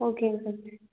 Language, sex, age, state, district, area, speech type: Tamil, female, 18-30, Tamil Nadu, Erode, rural, conversation